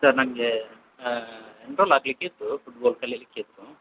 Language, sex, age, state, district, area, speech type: Kannada, male, 30-45, Karnataka, Udupi, rural, conversation